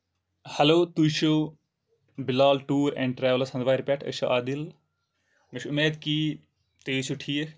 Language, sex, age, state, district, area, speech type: Kashmiri, male, 30-45, Jammu and Kashmir, Kupwara, rural, spontaneous